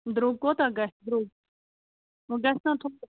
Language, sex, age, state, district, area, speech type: Kashmiri, female, 30-45, Jammu and Kashmir, Bandipora, rural, conversation